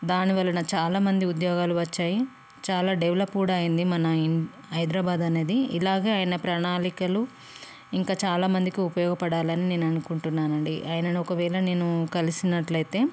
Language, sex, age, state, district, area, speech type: Telugu, female, 30-45, Telangana, Peddapalli, urban, spontaneous